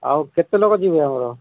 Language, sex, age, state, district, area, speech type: Odia, male, 45-60, Odisha, Malkangiri, urban, conversation